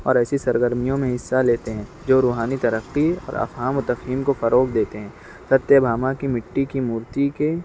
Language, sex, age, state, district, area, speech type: Urdu, male, 18-30, Maharashtra, Nashik, urban, spontaneous